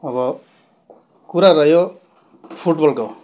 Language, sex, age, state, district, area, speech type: Nepali, male, 45-60, West Bengal, Darjeeling, rural, spontaneous